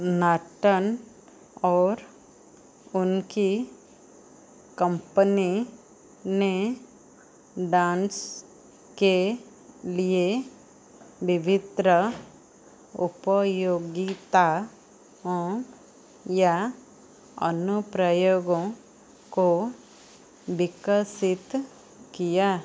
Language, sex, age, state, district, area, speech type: Hindi, female, 45-60, Madhya Pradesh, Chhindwara, rural, read